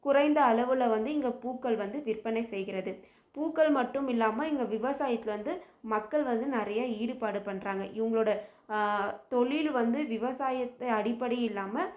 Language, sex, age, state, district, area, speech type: Tamil, female, 18-30, Tamil Nadu, Krishnagiri, rural, spontaneous